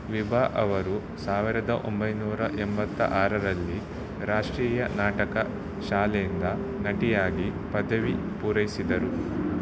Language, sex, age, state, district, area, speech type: Kannada, male, 18-30, Karnataka, Shimoga, rural, read